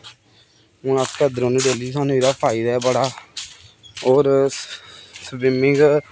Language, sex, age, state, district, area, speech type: Dogri, male, 18-30, Jammu and Kashmir, Kathua, rural, spontaneous